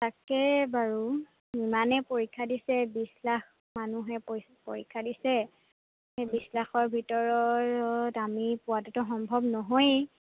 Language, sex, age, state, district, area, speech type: Assamese, female, 18-30, Assam, Charaideo, urban, conversation